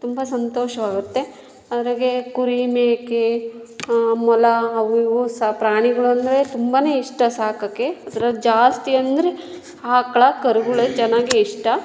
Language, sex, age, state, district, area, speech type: Kannada, female, 60+, Karnataka, Chitradurga, rural, spontaneous